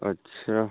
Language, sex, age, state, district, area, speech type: Hindi, male, 45-60, Uttar Pradesh, Bhadohi, urban, conversation